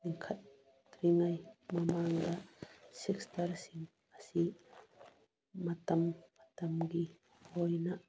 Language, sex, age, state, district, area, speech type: Manipuri, female, 45-60, Manipur, Churachandpur, urban, read